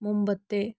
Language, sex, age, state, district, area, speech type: Malayalam, female, 30-45, Kerala, Palakkad, rural, read